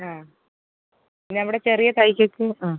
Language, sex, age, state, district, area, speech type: Malayalam, female, 45-60, Kerala, Alappuzha, rural, conversation